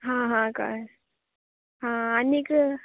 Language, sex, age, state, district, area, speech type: Goan Konkani, female, 18-30, Goa, Canacona, rural, conversation